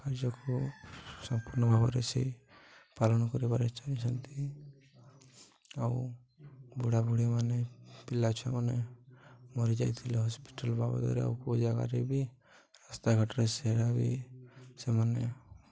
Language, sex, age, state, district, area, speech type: Odia, male, 18-30, Odisha, Nuapada, urban, spontaneous